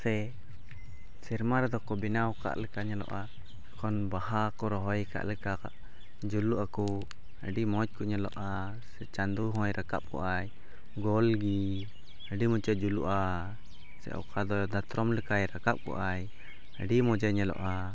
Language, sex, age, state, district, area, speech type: Santali, male, 18-30, Jharkhand, Pakur, rural, spontaneous